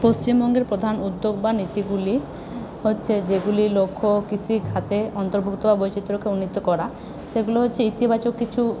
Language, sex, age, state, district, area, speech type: Bengali, female, 60+, West Bengal, Paschim Bardhaman, urban, spontaneous